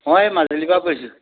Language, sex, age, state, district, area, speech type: Assamese, male, 60+, Assam, Majuli, rural, conversation